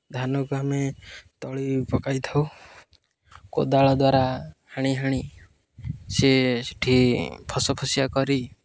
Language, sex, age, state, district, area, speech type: Odia, male, 18-30, Odisha, Jagatsinghpur, rural, spontaneous